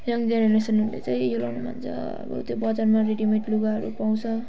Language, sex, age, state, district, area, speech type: Nepali, female, 18-30, West Bengal, Jalpaiguri, urban, spontaneous